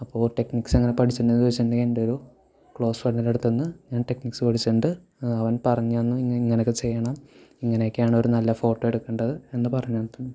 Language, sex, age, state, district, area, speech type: Malayalam, male, 18-30, Kerala, Thrissur, rural, spontaneous